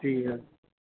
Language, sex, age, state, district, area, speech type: Gujarati, male, 45-60, Gujarat, Rajkot, rural, conversation